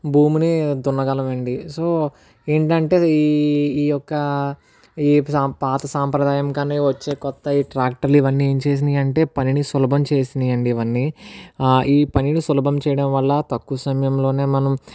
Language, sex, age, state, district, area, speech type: Telugu, male, 45-60, Andhra Pradesh, Kakinada, rural, spontaneous